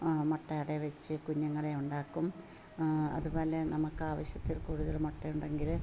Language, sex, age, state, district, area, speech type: Malayalam, female, 60+, Kerala, Kollam, rural, spontaneous